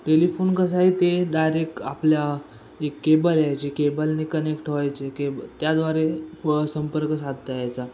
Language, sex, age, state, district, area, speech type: Marathi, male, 18-30, Maharashtra, Ratnagiri, rural, spontaneous